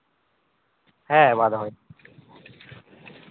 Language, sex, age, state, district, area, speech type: Santali, male, 18-30, West Bengal, Purba Bardhaman, rural, conversation